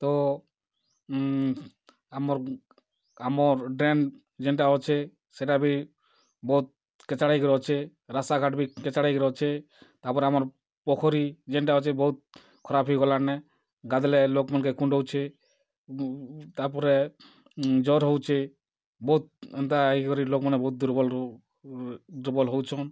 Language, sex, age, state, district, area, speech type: Odia, male, 45-60, Odisha, Kalahandi, rural, spontaneous